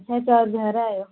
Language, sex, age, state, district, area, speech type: Dogri, female, 30-45, Jammu and Kashmir, Udhampur, rural, conversation